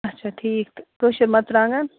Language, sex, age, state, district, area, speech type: Kashmiri, female, 18-30, Jammu and Kashmir, Baramulla, rural, conversation